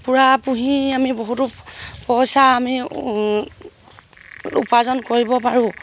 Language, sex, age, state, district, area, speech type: Assamese, female, 30-45, Assam, Sivasagar, rural, spontaneous